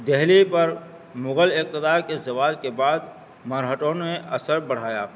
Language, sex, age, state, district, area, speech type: Urdu, male, 60+, Delhi, North East Delhi, urban, spontaneous